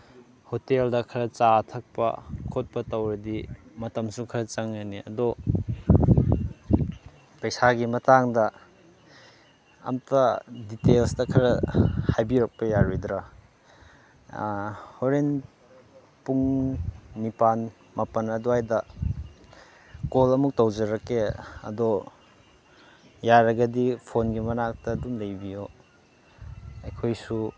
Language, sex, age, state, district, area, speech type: Manipuri, male, 30-45, Manipur, Chandel, rural, spontaneous